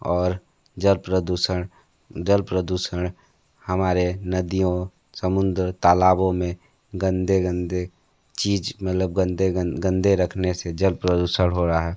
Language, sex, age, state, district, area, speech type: Hindi, male, 30-45, Uttar Pradesh, Sonbhadra, rural, spontaneous